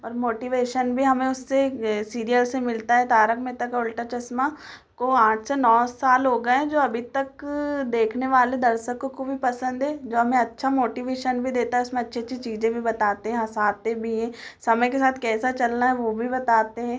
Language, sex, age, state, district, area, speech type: Hindi, female, 18-30, Madhya Pradesh, Chhindwara, urban, spontaneous